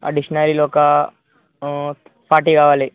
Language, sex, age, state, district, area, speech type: Telugu, male, 18-30, Telangana, Nalgonda, urban, conversation